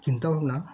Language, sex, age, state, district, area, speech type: Bengali, male, 60+, West Bengal, Darjeeling, rural, spontaneous